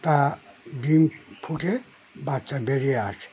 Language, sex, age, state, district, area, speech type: Bengali, male, 60+, West Bengal, Birbhum, urban, spontaneous